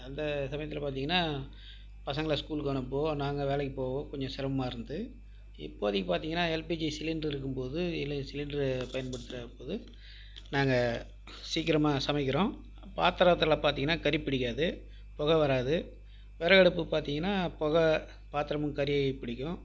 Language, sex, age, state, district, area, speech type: Tamil, male, 60+, Tamil Nadu, Viluppuram, rural, spontaneous